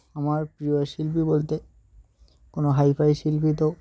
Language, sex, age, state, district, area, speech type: Bengali, male, 18-30, West Bengal, Uttar Dinajpur, urban, spontaneous